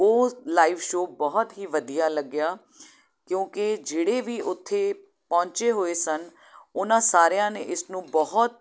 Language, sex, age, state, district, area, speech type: Punjabi, female, 30-45, Punjab, Jalandhar, urban, spontaneous